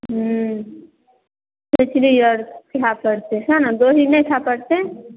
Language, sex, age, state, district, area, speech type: Maithili, female, 18-30, Bihar, Darbhanga, rural, conversation